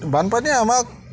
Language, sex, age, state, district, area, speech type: Assamese, male, 45-60, Assam, Charaideo, rural, spontaneous